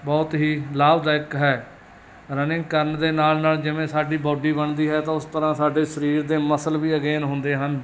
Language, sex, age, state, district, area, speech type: Punjabi, male, 30-45, Punjab, Mansa, urban, spontaneous